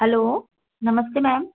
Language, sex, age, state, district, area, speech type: Hindi, female, 30-45, Madhya Pradesh, Gwalior, urban, conversation